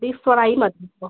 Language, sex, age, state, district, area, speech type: Malayalam, female, 18-30, Kerala, Wayanad, rural, conversation